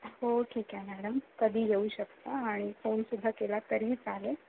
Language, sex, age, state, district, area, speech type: Marathi, female, 18-30, Maharashtra, Ratnagiri, rural, conversation